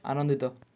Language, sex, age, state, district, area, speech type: Odia, male, 18-30, Odisha, Kalahandi, rural, read